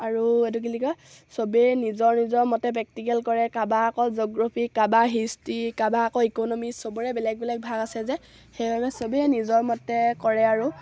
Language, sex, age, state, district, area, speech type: Assamese, female, 18-30, Assam, Sivasagar, rural, spontaneous